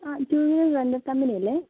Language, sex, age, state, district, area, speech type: Malayalam, female, 30-45, Kerala, Kozhikode, urban, conversation